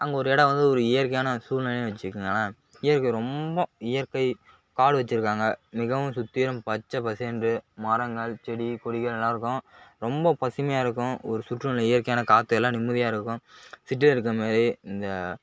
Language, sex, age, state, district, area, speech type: Tamil, male, 18-30, Tamil Nadu, Kallakurichi, urban, spontaneous